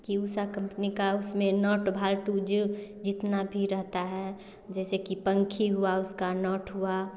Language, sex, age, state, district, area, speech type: Hindi, female, 30-45, Bihar, Samastipur, rural, spontaneous